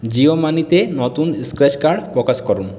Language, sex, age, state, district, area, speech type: Bengali, male, 45-60, West Bengal, Purulia, urban, read